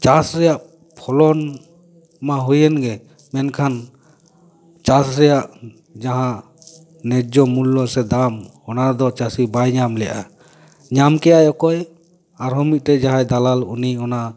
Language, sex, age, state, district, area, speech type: Santali, male, 30-45, West Bengal, Paschim Bardhaman, urban, spontaneous